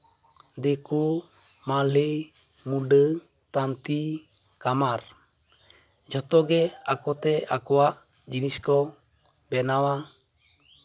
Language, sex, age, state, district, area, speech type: Santali, male, 30-45, West Bengal, Jhargram, rural, spontaneous